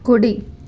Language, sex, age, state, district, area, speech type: Telugu, female, 18-30, Telangana, Medchal, urban, read